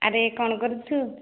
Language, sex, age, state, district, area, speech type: Odia, female, 30-45, Odisha, Nayagarh, rural, conversation